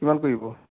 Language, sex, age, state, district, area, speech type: Assamese, male, 60+, Assam, Majuli, urban, conversation